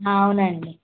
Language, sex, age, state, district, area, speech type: Telugu, female, 18-30, Andhra Pradesh, N T Rama Rao, urban, conversation